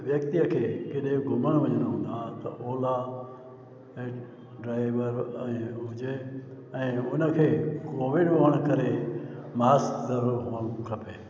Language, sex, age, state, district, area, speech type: Sindhi, male, 60+, Gujarat, Junagadh, rural, spontaneous